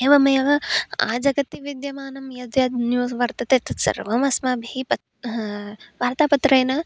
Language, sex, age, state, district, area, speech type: Sanskrit, female, 18-30, Karnataka, Hassan, urban, spontaneous